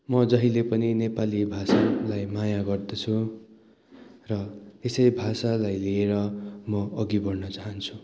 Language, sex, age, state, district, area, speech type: Nepali, male, 30-45, West Bengal, Darjeeling, rural, spontaneous